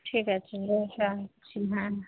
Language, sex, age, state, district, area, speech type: Bengali, female, 45-60, West Bengal, Darjeeling, urban, conversation